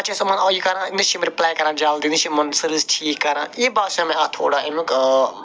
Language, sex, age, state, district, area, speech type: Kashmiri, male, 45-60, Jammu and Kashmir, Budgam, urban, spontaneous